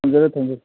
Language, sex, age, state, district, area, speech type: Manipuri, male, 60+, Manipur, Thoubal, rural, conversation